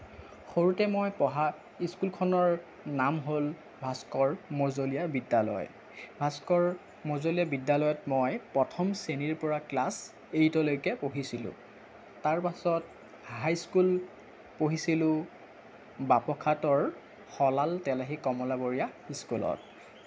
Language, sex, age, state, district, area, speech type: Assamese, male, 18-30, Assam, Lakhimpur, rural, spontaneous